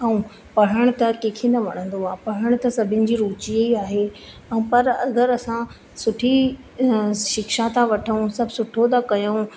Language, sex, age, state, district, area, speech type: Sindhi, female, 30-45, Madhya Pradesh, Katni, urban, spontaneous